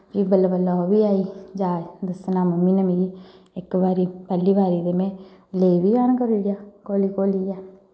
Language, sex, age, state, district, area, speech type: Dogri, female, 30-45, Jammu and Kashmir, Samba, rural, spontaneous